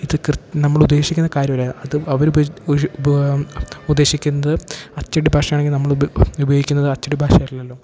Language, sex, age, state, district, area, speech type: Malayalam, male, 18-30, Kerala, Idukki, rural, spontaneous